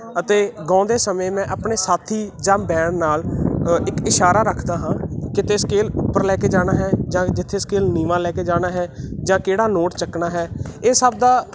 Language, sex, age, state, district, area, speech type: Punjabi, male, 18-30, Punjab, Muktsar, urban, spontaneous